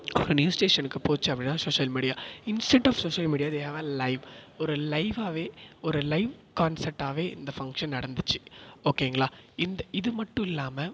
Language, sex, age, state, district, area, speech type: Tamil, male, 18-30, Tamil Nadu, Perambalur, urban, spontaneous